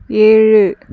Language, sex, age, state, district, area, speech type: Tamil, female, 45-60, Tamil Nadu, Viluppuram, urban, read